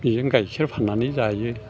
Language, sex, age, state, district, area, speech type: Bodo, male, 60+, Assam, Chirang, rural, spontaneous